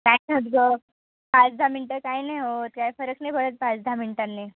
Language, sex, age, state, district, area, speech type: Marathi, female, 18-30, Maharashtra, Nashik, urban, conversation